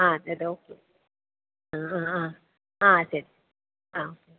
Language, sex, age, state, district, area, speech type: Malayalam, female, 30-45, Kerala, Alappuzha, rural, conversation